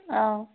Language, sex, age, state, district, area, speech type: Assamese, female, 18-30, Assam, Dhemaji, rural, conversation